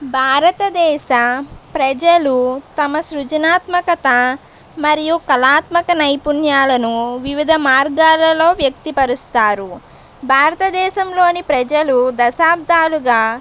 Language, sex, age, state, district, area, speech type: Telugu, female, 18-30, Andhra Pradesh, Konaseema, urban, spontaneous